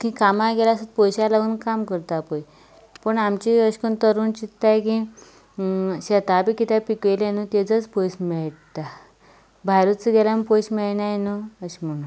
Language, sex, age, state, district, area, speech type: Goan Konkani, female, 18-30, Goa, Canacona, rural, spontaneous